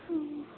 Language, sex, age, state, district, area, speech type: Bengali, female, 18-30, West Bengal, Malda, urban, conversation